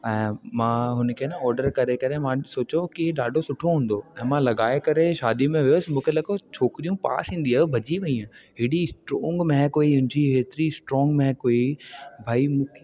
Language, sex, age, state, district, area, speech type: Sindhi, male, 18-30, Delhi, South Delhi, urban, spontaneous